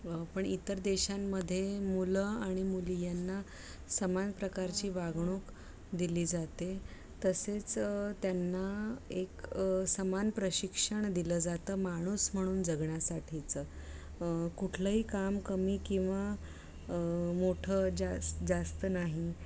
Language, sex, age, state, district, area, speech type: Marathi, female, 30-45, Maharashtra, Mumbai Suburban, urban, spontaneous